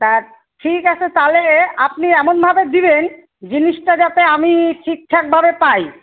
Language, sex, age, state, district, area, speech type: Bengali, female, 30-45, West Bengal, Alipurduar, rural, conversation